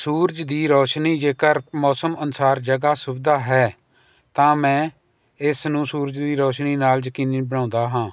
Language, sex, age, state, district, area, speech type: Punjabi, male, 45-60, Punjab, Jalandhar, urban, spontaneous